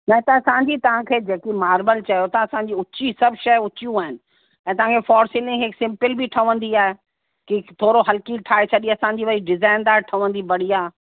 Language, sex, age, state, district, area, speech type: Sindhi, female, 60+, Uttar Pradesh, Lucknow, rural, conversation